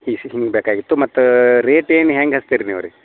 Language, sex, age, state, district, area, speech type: Kannada, male, 30-45, Karnataka, Vijayapura, rural, conversation